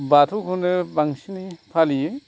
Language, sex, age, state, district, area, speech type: Bodo, male, 45-60, Assam, Kokrajhar, urban, spontaneous